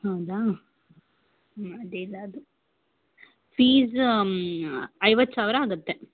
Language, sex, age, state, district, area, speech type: Kannada, female, 18-30, Karnataka, Shimoga, rural, conversation